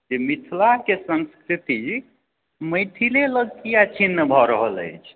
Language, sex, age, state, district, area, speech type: Maithili, male, 30-45, Bihar, Purnia, rural, conversation